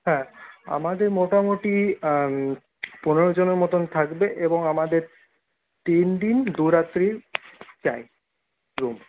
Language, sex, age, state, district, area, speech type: Bengali, male, 30-45, West Bengal, Purulia, urban, conversation